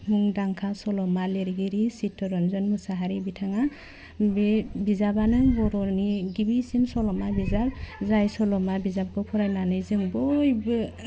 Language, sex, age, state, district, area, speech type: Bodo, female, 18-30, Assam, Udalguri, urban, spontaneous